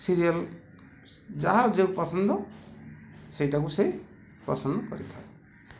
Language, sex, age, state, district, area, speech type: Odia, male, 45-60, Odisha, Ganjam, urban, spontaneous